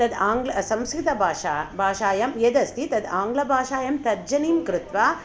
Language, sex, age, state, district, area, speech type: Sanskrit, female, 45-60, Karnataka, Hassan, rural, spontaneous